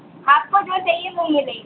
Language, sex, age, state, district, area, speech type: Hindi, female, 18-30, Madhya Pradesh, Harda, urban, conversation